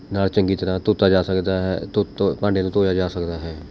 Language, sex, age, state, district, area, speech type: Punjabi, male, 30-45, Punjab, Mohali, urban, spontaneous